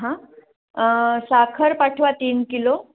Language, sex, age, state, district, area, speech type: Marathi, female, 45-60, Maharashtra, Pune, urban, conversation